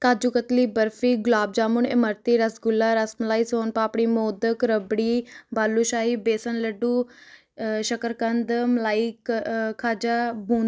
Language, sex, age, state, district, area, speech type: Punjabi, female, 18-30, Punjab, Ludhiana, urban, spontaneous